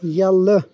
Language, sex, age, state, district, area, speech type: Kashmiri, male, 30-45, Jammu and Kashmir, Kulgam, rural, read